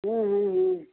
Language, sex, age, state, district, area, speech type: Urdu, female, 30-45, Uttar Pradesh, Ghaziabad, rural, conversation